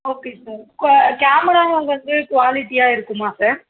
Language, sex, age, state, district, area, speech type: Tamil, female, 18-30, Tamil Nadu, Chennai, urban, conversation